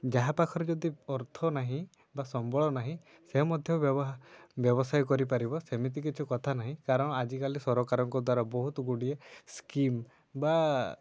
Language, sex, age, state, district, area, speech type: Odia, male, 18-30, Odisha, Mayurbhanj, rural, spontaneous